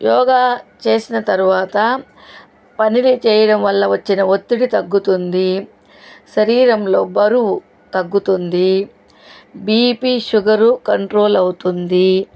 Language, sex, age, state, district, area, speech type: Telugu, female, 45-60, Andhra Pradesh, Chittoor, rural, spontaneous